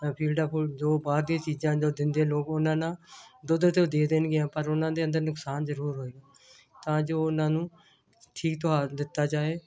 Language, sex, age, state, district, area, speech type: Punjabi, female, 60+, Punjab, Hoshiarpur, rural, spontaneous